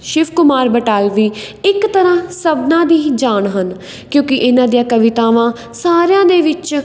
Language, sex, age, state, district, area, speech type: Punjabi, female, 18-30, Punjab, Patiala, rural, spontaneous